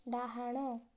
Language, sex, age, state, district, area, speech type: Odia, female, 18-30, Odisha, Balasore, rural, read